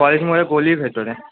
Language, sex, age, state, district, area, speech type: Bengali, male, 18-30, West Bengal, Purba Bardhaman, urban, conversation